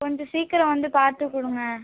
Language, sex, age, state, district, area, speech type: Tamil, female, 18-30, Tamil Nadu, Tiruchirappalli, rural, conversation